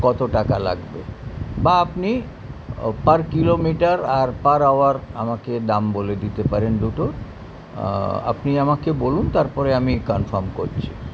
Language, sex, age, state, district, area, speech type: Bengali, male, 60+, West Bengal, Kolkata, urban, spontaneous